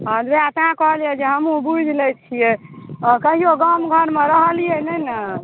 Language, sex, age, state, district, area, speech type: Maithili, female, 30-45, Bihar, Supaul, rural, conversation